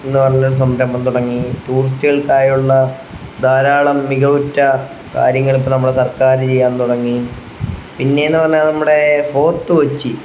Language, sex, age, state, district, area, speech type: Malayalam, male, 30-45, Kerala, Wayanad, rural, spontaneous